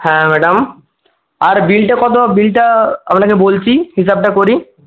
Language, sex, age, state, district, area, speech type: Bengali, male, 18-30, West Bengal, Jhargram, rural, conversation